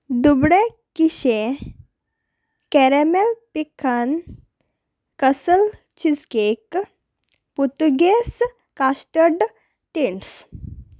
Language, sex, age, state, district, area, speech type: Goan Konkani, female, 18-30, Goa, Salcete, rural, spontaneous